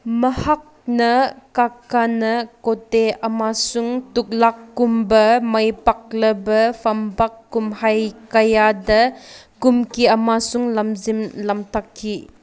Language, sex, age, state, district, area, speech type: Manipuri, female, 18-30, Manipur, Senapati, rural, read